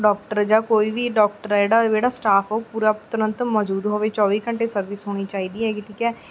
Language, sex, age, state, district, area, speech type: Punjabi, female, 30-45, Punjab, Mansa, urban, spontaneous